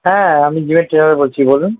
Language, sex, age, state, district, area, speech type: Bengali, male, 18-30, West Bengal, South 24 Parganas, urban, conversation